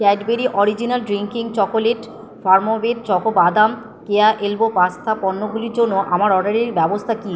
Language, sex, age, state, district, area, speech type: Bengali, female, 30-45, West Bengal, Purba Bardhaman, urban, read